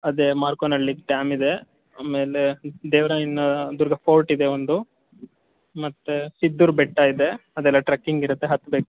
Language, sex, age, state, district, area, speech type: Kannada, male, 45-60, Karnataka, Tumkur, rural, conversation